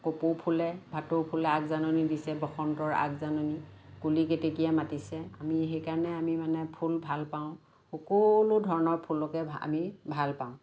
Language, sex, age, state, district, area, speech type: Assamese, female, 60+, Assam, Lakhimpur, urban, spontaneous